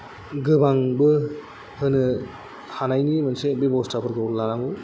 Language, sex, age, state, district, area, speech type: Bodo, male, 30-45, Assam, Kokrajhar, rural, spontaneous